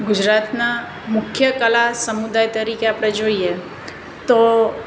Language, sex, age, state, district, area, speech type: Gujarati, female, 30-45, Gujarat, Surat, urban, spontaneous